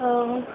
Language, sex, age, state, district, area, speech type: Bengali, female, 18-30, West Bengal, Paschim Bardhaman, urban, conversation